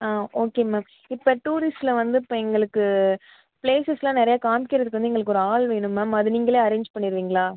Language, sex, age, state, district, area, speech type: Tamil, female, 30-45, Tamil Nadu, Pudukkottai, rural, conversation